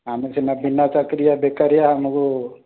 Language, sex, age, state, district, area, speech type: Odia, male, 18-30, Odisha, Rayagada, urban, conversation